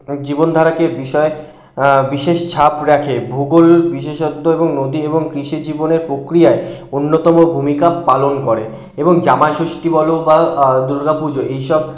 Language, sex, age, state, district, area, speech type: Bengali, male, 18-30, West Bengal, Kolkata, urban, spontaneous